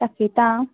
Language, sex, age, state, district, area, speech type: Goan Konkani, female, 18-30, Goa, Tiswadi, rural, conversation